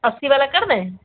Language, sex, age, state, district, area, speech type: Hindi, female, 60+, Uttar Pradesh, Sitapur, rural, conversation